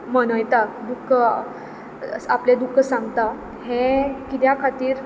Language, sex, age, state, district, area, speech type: Goan Konkani, female, 18-30, Goa, Ponda, rural, spontaneous